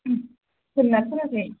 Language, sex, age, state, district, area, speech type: Bodo, female, 30-45, Assam, Kokrajhar, rural, conversation